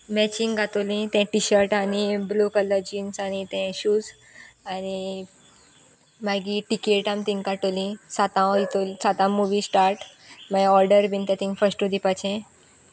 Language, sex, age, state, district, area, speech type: Goan Konkani, female, 18-30, Goa, Sanguem, rural, spontaneous